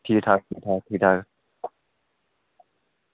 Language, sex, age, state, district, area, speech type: Dogri, male, 30-45, Jammu and Kashmir, Udhampur, rural, conversation